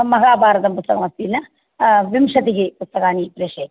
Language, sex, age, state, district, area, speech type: Sanskrit, female, 60+, Tamil Nadu, Chennai, urban, conversation